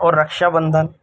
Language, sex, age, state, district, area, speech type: Urdu, male, 18-30, Delhi, Central Delhi, urban, spontaneous